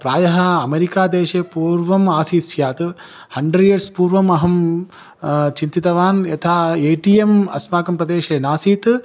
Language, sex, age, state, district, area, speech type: Sanskrit, male, 30-45, Telangana, Hyderabad, urban, spontaneous